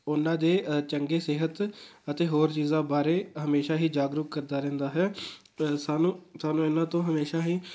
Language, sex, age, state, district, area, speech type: Punjabi, male, 18-30, Punjab, Tarn Taran, rural, spontaneous